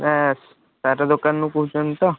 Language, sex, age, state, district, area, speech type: Odia, male, 18-30, Odisha, Kendujhar, urban, conversation